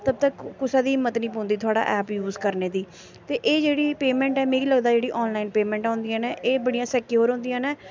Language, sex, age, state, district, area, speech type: Dogri, female, 18-30, Jammu and Kashmir, Samba, rural, spontaneous